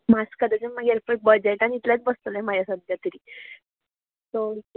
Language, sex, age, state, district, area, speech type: Goan Konkani, female, 18-30, Goa, Tiswadi, rural, conversation